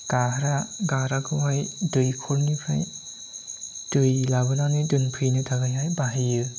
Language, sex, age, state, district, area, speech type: Bodo, male, 30-45, Assam, Chirang, rural, spontaneous